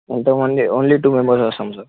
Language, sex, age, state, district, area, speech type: Telugu, male, 18-30, Telangana, Medchal, urban, conversation